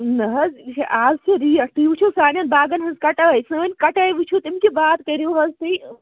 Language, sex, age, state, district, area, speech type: Kashmiri, female, 30-45, Jammu and Kashmir, Anantnag, rural, conversation